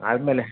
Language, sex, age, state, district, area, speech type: Kannada, male, 45-60, Karnataka, Davanagere, urban, conversation